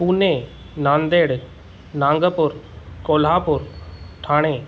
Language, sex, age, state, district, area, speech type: Sindhi, male, 30-45, Maharashtra, Thane, urban, spontaneous